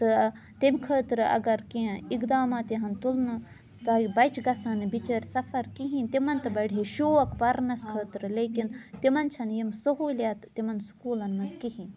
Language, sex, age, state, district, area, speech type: Kashmiri, female, 18-30, Jammu and Kashmir, Budgam, rural, spontaneous